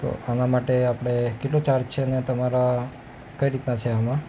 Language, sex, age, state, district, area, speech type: Gujarati, male, 30-45, Gujarat, Ahmedabad, urban, spontaneous